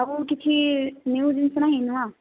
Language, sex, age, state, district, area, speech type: Odia, female, 18-30, Odisha, Kandhamal, rural, conversation